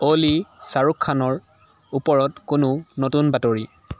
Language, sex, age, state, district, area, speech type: Assamese, male, 18-30, Assam, Dibrugarh, rural, read